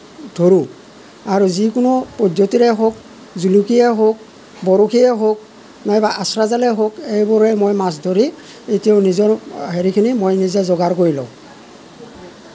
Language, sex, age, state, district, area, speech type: Assamese, male, 45-60, Assam, Nalbari, rural, spontaneous